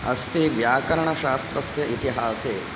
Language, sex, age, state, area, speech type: Sanskrit, male, 18-30, Madhya Pradesh, rural, spontaneous